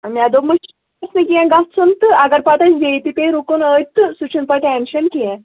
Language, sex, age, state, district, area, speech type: Kashmiri, female, 18-30, Jammu and Kashmir, Anantnag, rural, conversation